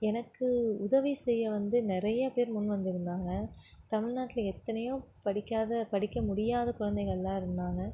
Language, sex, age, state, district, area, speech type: Tamil, female, 18-30, Tamil Nadu, Nagapattinam, rural, spontaneous